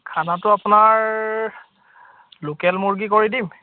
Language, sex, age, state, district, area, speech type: Assamese, male, 30-45, Assam, Biswanath, rural, conversation